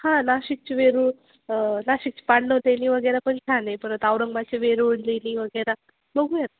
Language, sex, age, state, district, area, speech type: Marathi, female, 18-30, Maharashtra, Ahmednagar, urban, conversation